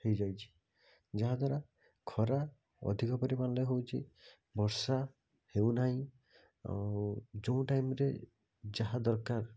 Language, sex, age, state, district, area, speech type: Odia, male, 30-45, Odisha, Cuttack, urban, spontaneous